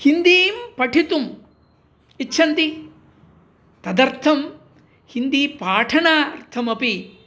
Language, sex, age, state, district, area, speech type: Sanskrit, male, 60+, Tamil Nadu, Mayiladuthurai, urban, spontaneous